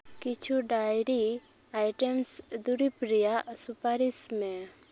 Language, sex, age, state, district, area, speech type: Santali, female, 18-30, West Bengal, Purba Medinipur, rural, read